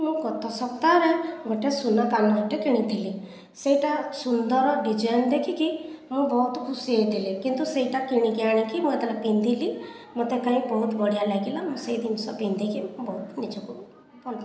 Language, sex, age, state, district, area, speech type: Odia, female, 30-45, Odisha, Khordha, rural, spontaneous